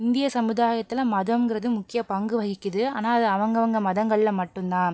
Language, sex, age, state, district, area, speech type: Tamil, female, 30-45, Tamil Nadu, Pudukkottai, rural, spontaneous